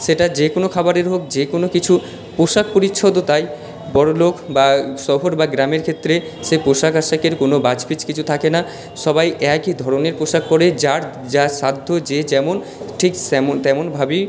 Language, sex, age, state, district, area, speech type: Bengali, male, 45-60, West Bengal, Purba Bardhaman, urban, spontaneous